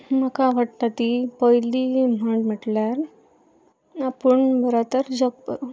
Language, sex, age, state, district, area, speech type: Goan Konkani, female, 18-30, Goa, Pernem, rural, spontaneous